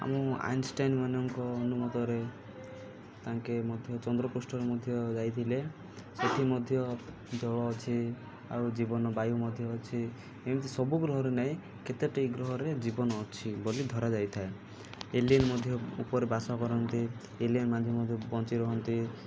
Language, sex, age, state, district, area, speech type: Odia, male, 18-30, Odisha, Malkangiri, urban, spontaneous